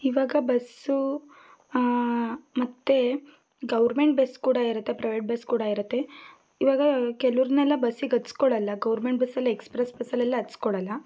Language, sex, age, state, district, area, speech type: Kannada, female, 18-30, Karnataka, Shimoga, rural, spontaneous